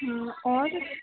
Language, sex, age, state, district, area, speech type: Hindi, female, 18-30, Madhya Pradesh, Chhindwara, urban, conversation